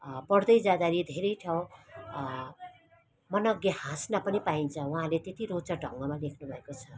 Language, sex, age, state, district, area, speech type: Nepali, female, 45-60, West Bengal, Kalimpong, rural, spontaneous